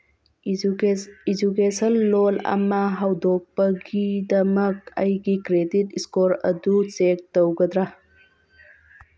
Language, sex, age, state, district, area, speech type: Manipuri, female, 45-60, Manipur, Churachandpur, rural, read